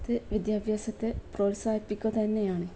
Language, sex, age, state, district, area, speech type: Malayalam, female, 18-30, Kerala, Kozhikode, rural, spontaneous